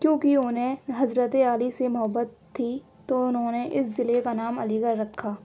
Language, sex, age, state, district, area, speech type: Urdu, female, 18-30, Uttar Pradesh, Aligarh, urban, spontaneous